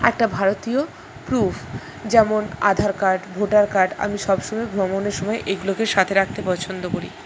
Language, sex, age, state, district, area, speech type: Bengali, female, 60+, West Bengal, Purba Bardhaman, urban, spontaneous